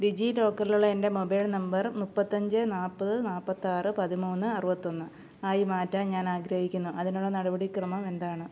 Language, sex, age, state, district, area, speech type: Malayalam, female, 30-45, Kerala, Alappuzha, rural, read